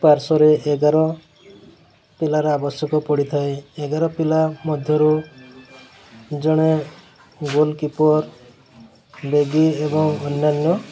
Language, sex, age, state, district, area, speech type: Odia, male, 30-45, Odisha, Mayurbhanj, rural, spontaneous